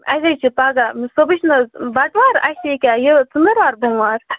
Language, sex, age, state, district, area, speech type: Kashmiri, female, 30-45, Jammu and Kashmir, Baramulla, rural, conversation